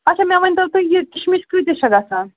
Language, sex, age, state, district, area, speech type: Kashmiri, female, 30-45, Jammu and Kashmir, Srinagar, urban, conversation